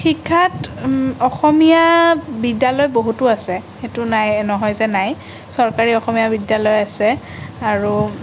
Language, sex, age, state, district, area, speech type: Assamese, female, 18-30, Assam, Sonitpur, urban, spontaneous